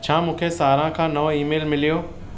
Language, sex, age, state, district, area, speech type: Sindhi, male, 45-60, Maharashtra, Mumbai Suburban, urban, read